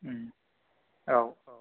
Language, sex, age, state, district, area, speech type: Bodo, male, 18-30, Assam, Chirang, rural, conversation